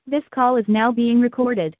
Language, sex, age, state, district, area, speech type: Odia, male, 45-60, Odisha, Nuapada, urban, conversation